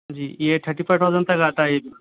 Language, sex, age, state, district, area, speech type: Urdu, male, 30-45, Telangana, Hyderabad, urban, conversation